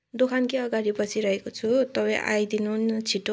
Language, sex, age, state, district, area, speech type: Nepali, female, 18-30, West Bengal, Kalimpong, rural, spontaneous